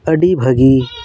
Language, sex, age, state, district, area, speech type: Santali, male, 30-45, Jharkhand, Seraikela Kharsawan, rural, spontaneous